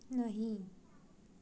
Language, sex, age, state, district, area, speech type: Hindi, female, 18-30, Madhya Pradesh, Chhindwara, urban, read